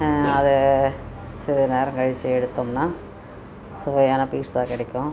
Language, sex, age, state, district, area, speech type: Tamil, female, 60+, Tamil Nadu, Cuddalore, rural, spontaneous